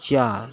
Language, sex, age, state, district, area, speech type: Urdu, male, 18-30, Telangana, Hyderabad, urban, spontaneous